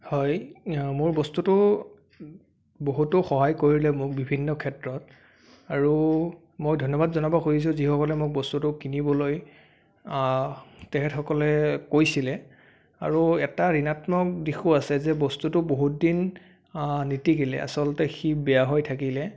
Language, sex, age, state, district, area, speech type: Assamese, male, 18-30, Assam, Sonitpur, urban, spontaneous